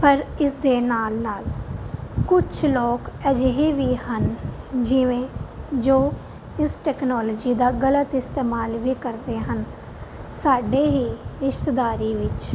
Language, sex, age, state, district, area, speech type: Punjabi, female, 18-30, Punjab, Fazilka, rural, spontaneous